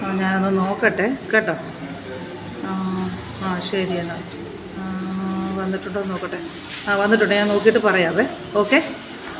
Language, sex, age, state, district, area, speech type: Malayalam, female, 60+, Kerala, Alappuzha, rural, spontaneous